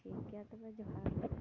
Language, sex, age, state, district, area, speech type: Santali, female, 18-30, West Bengal, Purba Bardhaman, rural, spontaneous